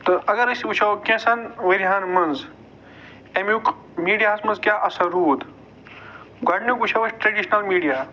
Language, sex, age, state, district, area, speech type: Kashmiri, male, 45-60, Jammu and Kashmir, Budgam, urban, spontaneous